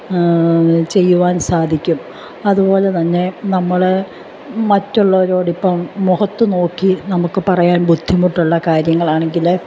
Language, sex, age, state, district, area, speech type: Malayalam, female, 45-60, Kerala, Alappuzha, urban, spontaneous